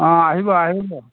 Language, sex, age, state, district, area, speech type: Assamese, male, 60+, Assam, Dhemaji, rural, conversation